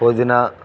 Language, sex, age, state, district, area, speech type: Telugu, male, 30-45, Andhra Pradesh, Bapatla, rural, spontaneous